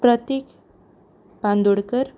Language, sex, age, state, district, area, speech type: Goan Konkani, female, 18-30, Goa, Canacona, rural, spontaneous